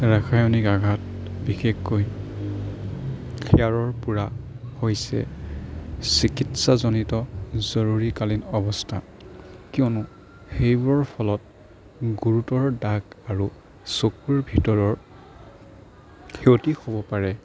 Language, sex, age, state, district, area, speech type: Assamese, female, 60+, Assam, Kamrup Metropolitan, urban, read